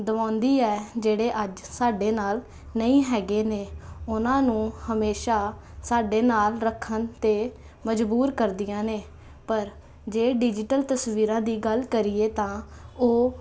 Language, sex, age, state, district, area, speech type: Punjabi, female, 18-30, Punjab, Jalandhar, urban, spontaneous